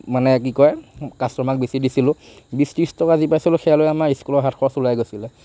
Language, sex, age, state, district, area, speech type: Assamese, male, 45-60, Assam, Morigaon, rural, spontaneous